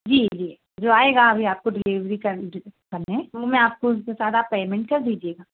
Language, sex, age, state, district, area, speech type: Hindi, female, 30-45, Madhya Pradesh, Bhopal, urban, conversation